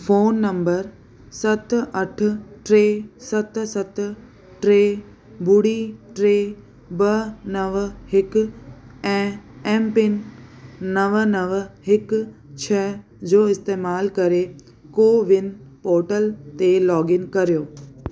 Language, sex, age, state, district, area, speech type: Sindhi, female, 30-45, Delhi, South Delhi, urban, read